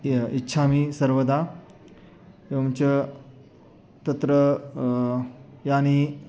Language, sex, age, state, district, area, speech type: Sanskrit, male, 30-45, Maharashtra, Sangli, urban, spontaneous